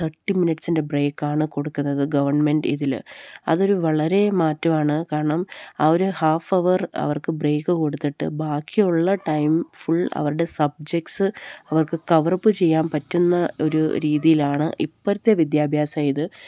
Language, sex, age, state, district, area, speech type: Malayalam, female, 30-45, Kerala, Palakkad, rural, spontaneous